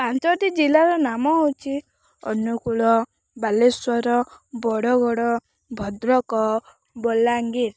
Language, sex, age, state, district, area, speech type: Odia, female, 18-30, Odisha, Rayagada, rural, spontaneous